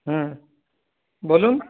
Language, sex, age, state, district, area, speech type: Bengali, male, 45-60, West Bengal, Darjeeling, rural, conversation